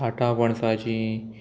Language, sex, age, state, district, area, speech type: Goan Konkani, male, 18-30, Goa, Murmgao, rural, spontaneous